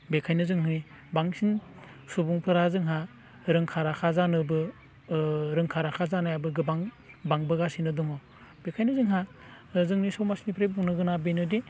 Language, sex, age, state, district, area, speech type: Bodo, male, 30-45, Assam, Udalguri, rural, spontaneous